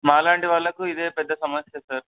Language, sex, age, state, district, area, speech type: Telugu, male, 18-30, Telangana, Medak, rural, conversation